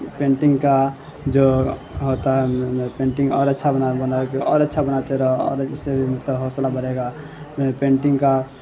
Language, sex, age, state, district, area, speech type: Urdu, male, 18-30, Bihar, Saharsa, rural, spontaneous